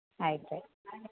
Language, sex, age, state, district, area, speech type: Kannada, female, 60+, Karnataka, Belgaum, rural, conversation